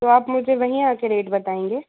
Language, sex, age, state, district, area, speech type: Hindi, female, 18-30, Madhya Pradesh, Bhopal, urban, conversation